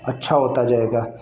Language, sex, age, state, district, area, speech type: Hindi, male, 30-45, Uttar Pradesh, Mirzapur, urban, spontaneous